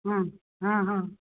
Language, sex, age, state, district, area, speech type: Hindi, female, 45-60, Madhya Pradesh, Jabalpur, urban, conversation